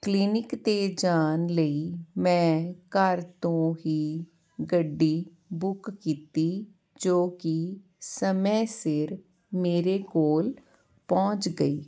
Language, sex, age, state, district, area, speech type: Punjabi, female, 45-60, Punjab, Ludhiana, rural, spontaneous